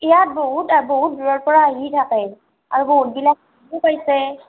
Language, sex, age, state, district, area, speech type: Assamese, female, 30-45, Assam, Morigaon, rural, conversation